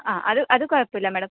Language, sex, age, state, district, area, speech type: Malayalam, female, 18-30, Kerala, Kasaragod, rural, conversation